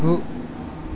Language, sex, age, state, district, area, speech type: Bodo, male, 18-30, Assam, Chirang, urban, read